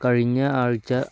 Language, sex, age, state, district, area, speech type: Malayalam, male, 18-30, Kerala, Kozhikode, rural, spontaneous